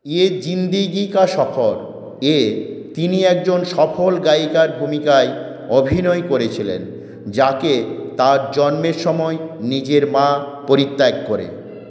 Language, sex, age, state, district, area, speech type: Bengali, male, 45-60, West Bengal, Purulia, urban, read